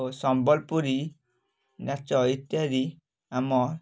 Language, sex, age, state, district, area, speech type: Odia, male, 18-30, Odisha, Kalahandi, rural, spontaneous